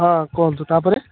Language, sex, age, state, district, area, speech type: Odia, male, 18-30, Odisha, Puri, urban, conversation